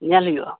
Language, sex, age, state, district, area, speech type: Santali, male, 18-30, West Bengal, Birbhum, rural, conversation